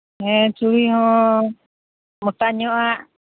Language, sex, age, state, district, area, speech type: Santali, female, 45-60, West Bengal, Uttar Dinajpur, rural, conversation